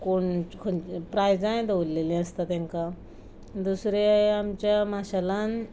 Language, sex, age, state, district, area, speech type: Goan Konkani, female, 45-60, Goa, Ponda, rural, spontaneous